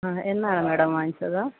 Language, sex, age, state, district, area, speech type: Malayalam, female, 30-45, Kerala, Thiruvananthapuram, urban, conversation